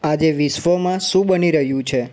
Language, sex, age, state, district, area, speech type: Gujarati, male, 30-45, Gujarat, Ahmedabad, urban, read